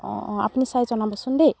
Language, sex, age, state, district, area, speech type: Assamese, female, 18-30, Assam, Golaghat, rural, spontaneous